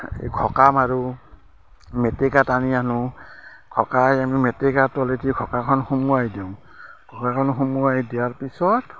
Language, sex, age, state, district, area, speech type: Assamese, male, 45-60, Assam, Barpeta, rural, spontaneous